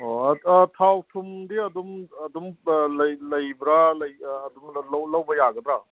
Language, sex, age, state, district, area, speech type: Manipuri, male, 30-45, Manipur, Kangpokpi, urban, conversation